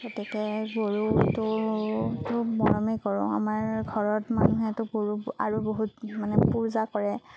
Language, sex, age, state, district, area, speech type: Assamese, female, 30-45, Assam, Darrang, rural, spontaneous